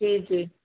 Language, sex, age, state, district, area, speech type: Sindhi, female, 45-60, Uttar Pradesh, Lucknow, urban, conversation